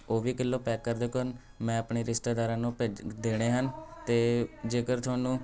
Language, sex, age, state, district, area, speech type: Punjabi, male, 18-30, Punjab, Shaheed Bhagat Singh Nagar, urban, spontaneous